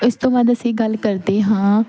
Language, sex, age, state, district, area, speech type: Punjabi, female, 18-30, Punjab, Pathankot, rural, spontaneous